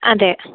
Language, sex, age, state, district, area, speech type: Malayalam, female, 18-30, Kerala, Kozhikode, rural, conversation